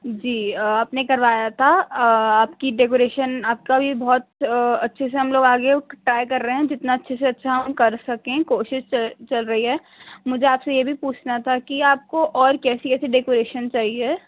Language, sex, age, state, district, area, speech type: Urdu, female, 18-30, Delhi, Central Delhi, urban, conversation